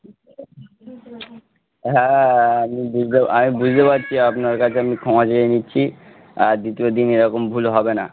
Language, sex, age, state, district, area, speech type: Bengali, male, 18-30, West Bengal, Darjeeling, urban, conversation